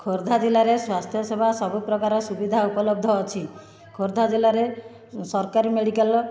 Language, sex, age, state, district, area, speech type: Odia, female, 45-60, Odisha, Khordha, rural, spontaneous